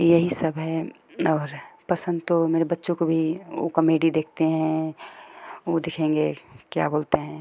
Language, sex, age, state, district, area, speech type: Hindi, female, 18-30, Uttar Pradesh, Ghazipur, rural, spontaneous